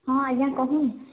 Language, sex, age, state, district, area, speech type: Odia, female, 30-45, Odisha, Sambalpur, rural, conversation